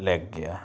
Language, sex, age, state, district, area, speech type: Santali, male, 30-45, West Bengal, Uttar Dinajpur, rural, spontaneous